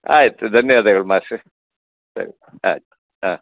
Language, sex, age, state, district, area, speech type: Kannada, male, 60+, Karnataka, Udupi, rural, conversation